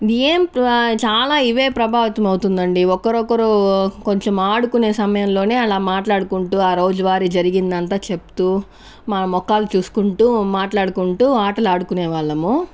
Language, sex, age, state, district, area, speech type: Telugu, female, 30-45, Andhra Pradesh, Sri Balaji, urban, spontaneous